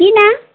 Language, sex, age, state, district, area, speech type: Nepali, female, 45-60, West Bengal, Alipurduar, urban, conversation